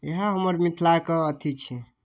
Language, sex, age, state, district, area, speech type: Maithili, male, 18-30, Bihar, Darbhanga, rural, spontaneous